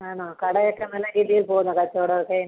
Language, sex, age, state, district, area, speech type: Malayalam, female, 45-60, Kerala, Kottayam, rural, conversation